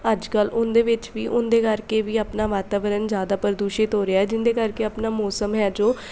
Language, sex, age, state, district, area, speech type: Punjabi, female, 18-30, Punjab, Bathinda, urban, spontaneous